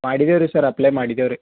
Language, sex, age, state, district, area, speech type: Kannada, male, 18-30, Karnataka, Bidar, urban, conversation